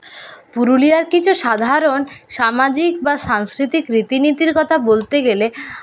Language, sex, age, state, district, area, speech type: Bengali, female, 45-60, West Bengal, Purulia, rural, spontaneous